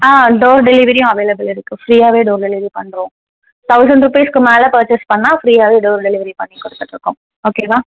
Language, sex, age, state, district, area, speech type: Tamil, female, 18-30, Tamil Nadu, Tenkasi, rural, conversation